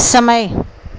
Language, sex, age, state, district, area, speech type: Hindi, female, 18-30, Uttar Pradesh, Pratapgarh, rural, read